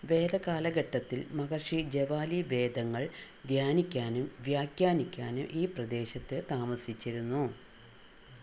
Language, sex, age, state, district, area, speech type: Malayalam, female, 60+, Kerala, Palakkad, rural, read